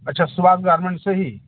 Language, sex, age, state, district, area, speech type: Hindi, male, 60+, Uttar Pradesh, Jaunpur, rural, conversation